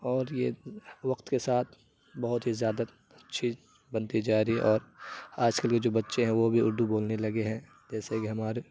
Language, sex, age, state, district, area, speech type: Urdu, male, 30-45, Uttar Pradesh, Lucknow, rural, spontaneous